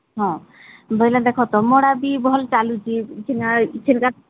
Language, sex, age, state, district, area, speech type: Odia, female, 18-30, Odisha, Sambalpur, rural, conversation